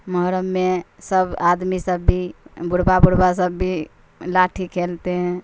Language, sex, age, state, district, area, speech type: Urdu, female, 45-60, Bihar, Supaul, rural, spontaneous